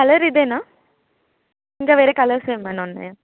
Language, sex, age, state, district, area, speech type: Telugu, female, 18-30, Telangana, Adilabad, urban, conversation